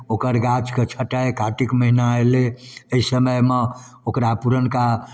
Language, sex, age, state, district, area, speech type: Maithili, male, 60+, Bihar, Darbhanga, rural, spontaneous